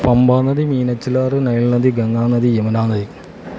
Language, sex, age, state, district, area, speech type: Malayalam, male, 45-60, Kerala, Alappuzha, rural, spontaneous